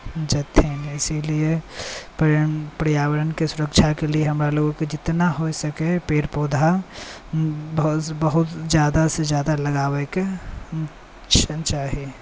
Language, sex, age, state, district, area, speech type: Maithili, male, 18-30, Bihar, Saharsa, rural, spontaneous